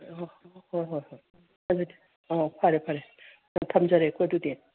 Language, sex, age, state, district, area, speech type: Manipuri, female, 60+, Manipur, Imphal East, rural, conversation